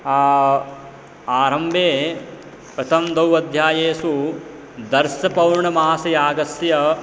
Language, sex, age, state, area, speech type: Sanskrit, male, 18-30, Madhya Pradesh, rural, spontaneous